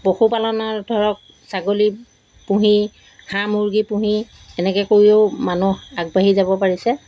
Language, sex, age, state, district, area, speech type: Assamese, female, 45-60, Assam, Golaghat, urban, spontaneous